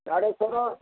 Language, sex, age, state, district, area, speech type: Odia, male, 60+, Odisha, Angul, rural, conversation